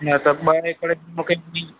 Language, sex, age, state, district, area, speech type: Sindhi, male, 18-30, Madhya Pradesh, Katni, urban, conversation